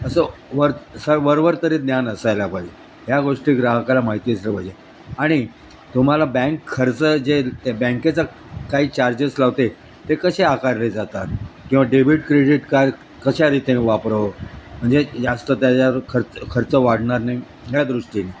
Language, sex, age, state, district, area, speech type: Marathi, male, 60+, Maharashtra, Thane, urban, spontaneous